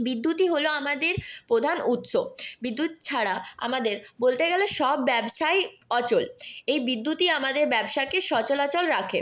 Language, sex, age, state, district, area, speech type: Bengali, female, 18-30, West Bengal, Purulia, urban, spontaneous